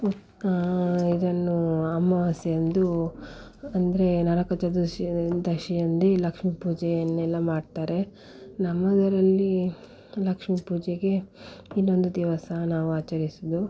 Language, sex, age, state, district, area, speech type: Kannada, female, 18-30, Karnataka, Dakshina Kannada, rural, spontaneous